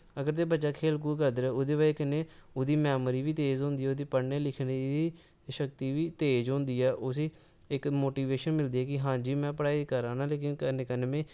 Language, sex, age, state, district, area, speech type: Dogri, male, 18-30, Jammu and Kashmir, Samba, urban, spontaneous